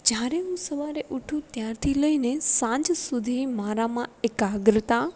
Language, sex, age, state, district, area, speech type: Gujarati, female, 18-30, Gujarat, Rajkot, rural, spontaneous